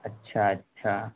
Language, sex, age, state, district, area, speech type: Urdu, male, 18-30, Bihar, Saharsa, rural, conversation